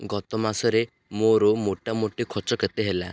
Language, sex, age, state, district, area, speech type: Odia, male, 18-30, Odisha, Ganjam, rural, read